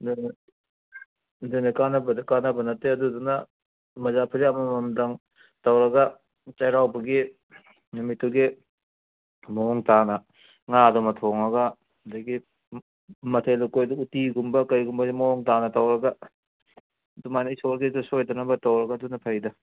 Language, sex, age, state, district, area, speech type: Manipuri, male, 60+, Manipur, Kangpokpi, urban, conversation